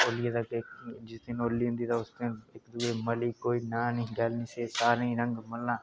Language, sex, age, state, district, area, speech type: Dogri, male, 18-30, Jammu and Kashmir, Udhampur, rural, spontaneous